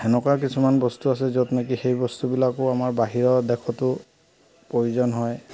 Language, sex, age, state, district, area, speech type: Assamese, male, 30-45, Assam, Charaideo, urban, spontaneous